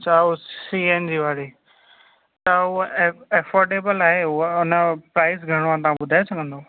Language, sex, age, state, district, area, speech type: Sindhi, male, 18-30, Maharashtra, Thane, urban, conversation